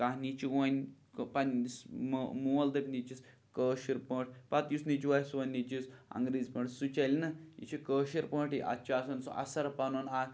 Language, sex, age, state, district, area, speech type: Kashmiri, male, 18-30, Jammu and Kashmir, Pulwama, rural, spontaneous